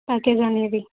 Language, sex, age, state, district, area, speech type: Telugu, female, 30-45, Andhra Pradesh, Nandyal, rural, conversation